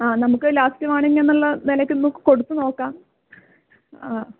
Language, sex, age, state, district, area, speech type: Malayalam, female, 18-30, Kerala, Malappuram, rural, conversation